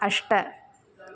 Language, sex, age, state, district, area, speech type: Sanskrit, female, 18-30, Tamil Nadu, Thanjavur, rural, read